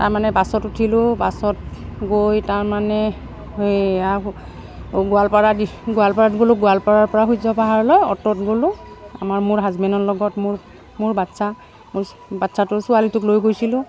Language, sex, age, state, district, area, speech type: Assamese, female, 45-60, Assam, Udalguri, rural, spontaneous